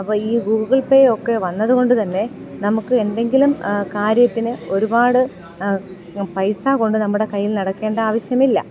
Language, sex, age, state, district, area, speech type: Malayalam, female, 30-45, Kerala, Thiruvananthapuram, urban, spontaneous